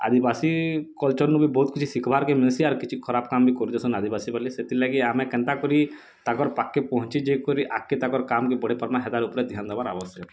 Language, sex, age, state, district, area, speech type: Odia, male, 18-30, Odisha, Bargarh, rural, spontaneous